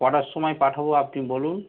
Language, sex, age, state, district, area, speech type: Bengali, male, 45-60, West Bengal, North 24 Parganas, urban, conversation